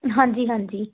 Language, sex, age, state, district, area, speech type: Punjabi, female, 18-30, Punjab, Patiala, urban, conversation